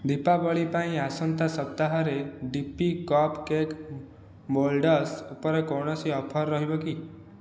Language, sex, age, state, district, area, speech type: Odia, male, 18-30, Odisha, Khordha, rural, read